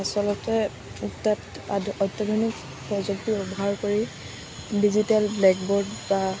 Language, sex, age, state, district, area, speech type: Assamese, female, 18-30, Assam, Jorhat, rural, spontaneous